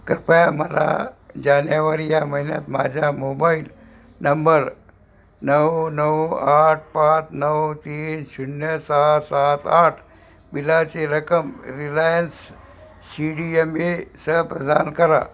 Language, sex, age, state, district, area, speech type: Marathi, male, 60+, Maharashtra, Nanded, rural, read